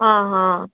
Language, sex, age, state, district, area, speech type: Odia, female, 60+, Odisha, Gajapati, rural, conversation